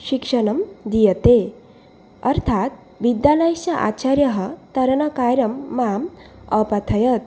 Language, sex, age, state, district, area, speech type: Sanskrit, female, 18-30, Assam, Nalbari, rural, spontaneous